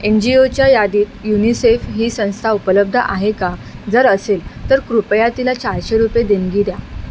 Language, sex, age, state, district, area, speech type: Marathi, female, 30-45, Maharashtra, Mumbai Suburban, urban, read